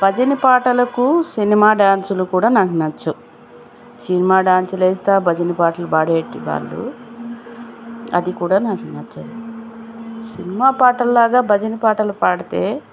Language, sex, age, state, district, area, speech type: Telugu, female, 45-60, Andhra Pradesh, Chittoor, rural, spontaneous